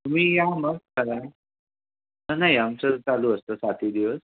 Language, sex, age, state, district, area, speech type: Marathi, male, 18-30, Maharashtra, Raigad, rural, conversation